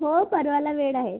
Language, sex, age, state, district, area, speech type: Marathi, female, 18-30, Maharashtra, Yavatmal, rural, conversation